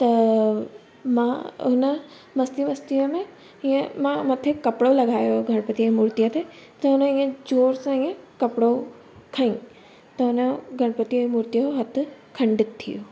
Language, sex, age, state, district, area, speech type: Sindhi, female, 18-30, Gujarat, Surat, urban, spontaneous